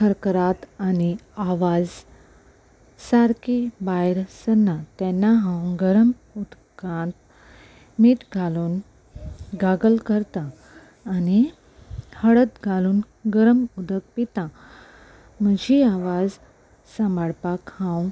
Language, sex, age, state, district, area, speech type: Goan Konkani, female, 30-45, Goa, Salcete, rural, spontaneous